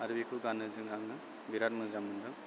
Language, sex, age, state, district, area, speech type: Bodo, male, 30-45, Assam, Chirang, rural, spontaneous